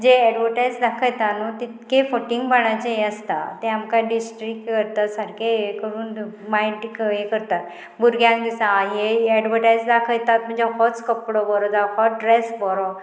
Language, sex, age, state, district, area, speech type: Goan Konkani, female, 45-60, Goa, Murmgao, rural, spontaneous